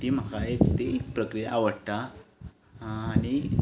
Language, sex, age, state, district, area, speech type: Goan Konkani, male, 18-30, Goa, Ponda, rural, spontaneous